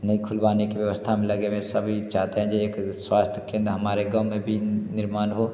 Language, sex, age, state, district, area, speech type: Hindi, male, 30-45, Bihar, Darbhanga, rural, spontaneous